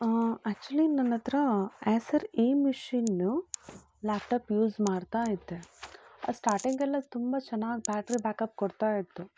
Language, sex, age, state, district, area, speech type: Kannada, female, 30-45, Karnataka, Udupi, rural, spontaneous